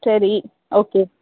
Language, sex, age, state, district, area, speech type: Tamil, female, 30-45, Tamil Nadu, Tiruvallur, urban, conversation